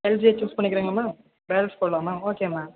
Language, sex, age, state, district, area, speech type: Tamil, male, 18-30, Tamil Nadu, Thanjavur, rural, conversation